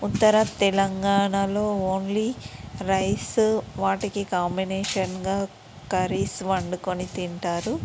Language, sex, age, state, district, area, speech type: Telugu, female, 30-45, Telangana, Peddapalli, rural, spontaneous